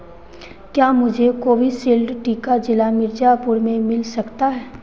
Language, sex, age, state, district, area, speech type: Hindi, female, 18-30, Bihar, Begusarai, rural, read